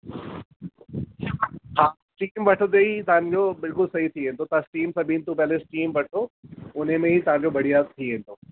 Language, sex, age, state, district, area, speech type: Sindhi, male, 30-45, Delhi, South Delhi, urban, conversation